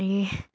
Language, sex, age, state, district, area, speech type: Nepali, female, 30-45, West Bengal, Darjeeling, rural, spontaneous